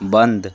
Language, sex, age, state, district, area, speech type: Hindi, male, 18-30, Uttar Pradesh, Sonbhadra, rural, read